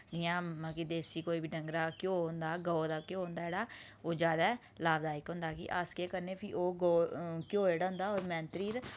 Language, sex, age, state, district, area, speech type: Dogri, female, 30-45, Jammu and Kashmir, Udhampur, rural, spontaneous